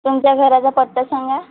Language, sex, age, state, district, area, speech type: Marathi, female, 18-30, Maharashtra, Wardha, rural, conversation